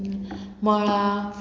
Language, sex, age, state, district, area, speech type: Goan Konkani, female, 30-45, Goa, Murmgao, rural, spontaneous